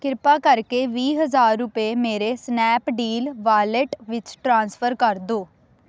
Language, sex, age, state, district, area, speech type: Punjabi, female, 18-30, Punjab, Amritsar, urban, read